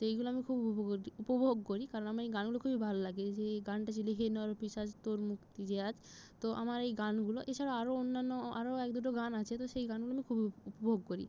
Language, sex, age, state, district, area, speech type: Bengali, female, 30-45, West Bengal, Jalpaiguri, rural, spontaneous